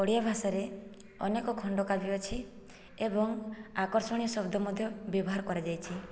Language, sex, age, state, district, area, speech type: Odia, female, 18-30, Odisha, Boudh, rural, spontaneous